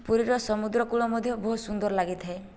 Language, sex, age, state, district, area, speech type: Odia, female, 18-30, Odisha, Boudh, rural, spontaneous